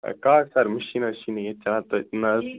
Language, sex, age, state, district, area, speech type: Kashmiri, male, 18-30, Jammu and Kashmir, Baramulla, rural, conversation